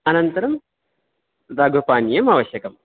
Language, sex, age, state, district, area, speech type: Sanskrit, male, 30-45, Karnataka, Dakshina Kannada, rural, conversation